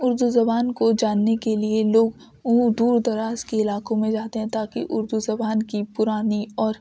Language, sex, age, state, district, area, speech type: Urdu, female, 18-30, Uttar Pradesh, Ghaziabad, urban, spontaneous